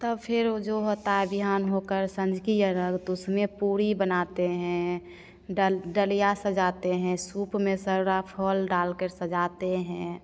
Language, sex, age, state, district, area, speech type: Hindi, female, 30-45, Bihar, Begusarai, urban, spontaneous